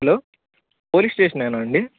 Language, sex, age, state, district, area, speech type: Telugu, male, 18-30, Andhra Pradesh, Bapatla, urban, conversation